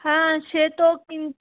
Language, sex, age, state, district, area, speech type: Bengali, female, 30-45, West Bengal, Darjeeling, urban, conversation